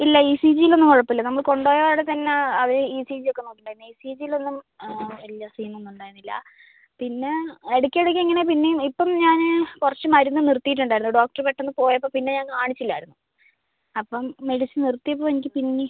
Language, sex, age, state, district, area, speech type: Malayalam, female, 45-60, Kerala, Wayanad, rural, conversation